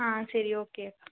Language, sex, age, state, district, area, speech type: Tamil, female, 18-30, Tamil Nadu, Nilgiris, urban, conversation